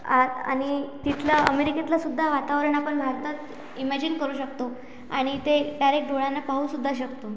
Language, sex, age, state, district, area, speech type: Marathi, female, 18-30, Maharashtra, Amravati, rural, spontaneous